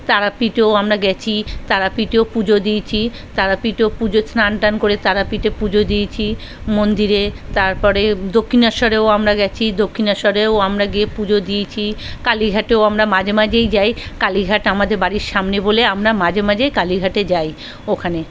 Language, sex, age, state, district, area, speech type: Bengali, female, 45-60, West Bengal, South 24 Parganas, rural, spontaneous